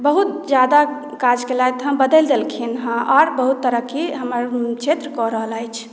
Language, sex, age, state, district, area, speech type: Maithili, female, 18-30, Bihar, Madhubani, rural, spontaneous